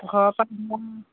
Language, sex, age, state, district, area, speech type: Assamese, female, 60+, Assam, Golaghat, rural, conversation